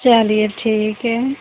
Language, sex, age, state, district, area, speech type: Hindi, female, 30-45, Uttar Pradesh, Mau, rural, conversation